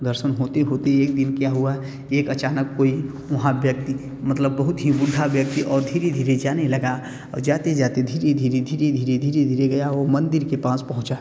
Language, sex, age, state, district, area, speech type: Hindi, male, 30-45, Uttar Pradesh, Bhadohi, urban, spontaneous